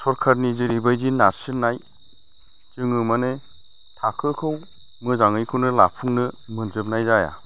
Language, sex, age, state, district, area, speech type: Bodo, male, 45-60, Assam, Chirang, rural, spontaneous